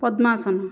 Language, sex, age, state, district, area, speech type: Odia, female, 30-45, Odisha, Jajpur, rural, spontaneous